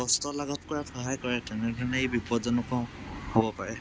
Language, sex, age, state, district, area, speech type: Assamese, male, 18-30, Assam, Kamrup Metropolitan, urban, spontaneous